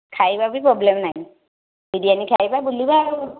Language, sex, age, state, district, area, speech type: Odia, female, 30-45, Odisha, Nayagarh, rural, conversation